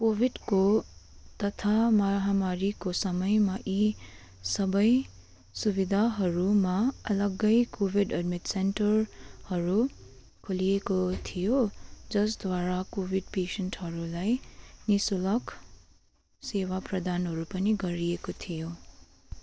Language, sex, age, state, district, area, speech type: Nepali, female, 45-60, West Bengal, Darjeeling, rural, spontaneous